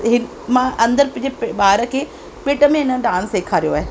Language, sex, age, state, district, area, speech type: Sindhi, female, 45-60, Rajasthan, Ajmer, rural, spontaneous